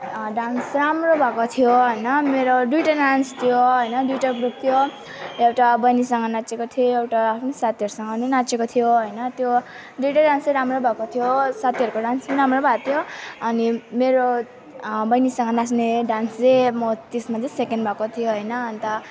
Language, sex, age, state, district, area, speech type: Nepali, female, 18-30, West Bengal, Alipurduar, rural, spontaneous